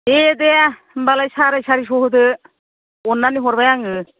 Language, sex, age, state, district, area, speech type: Bodo, female, 60+, Assam, Kokrajhar, urban, conversation